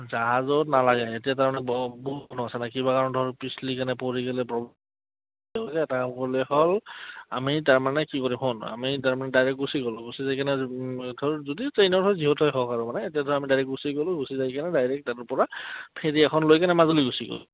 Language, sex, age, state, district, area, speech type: Assamese, female, 30-45, Assam, Goalpara, rural, conversation